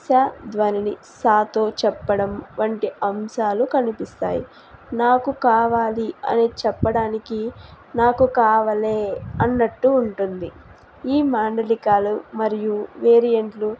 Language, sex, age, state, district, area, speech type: Telugu, female, 18-30, Andhra Pradesh, Nellore, rural, spontaneous